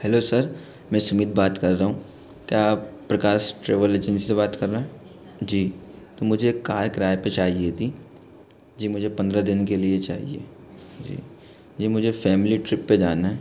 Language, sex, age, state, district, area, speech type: Hindi, male, 18-30, Madhya Pradesh, Bhopal, urban, spontaneous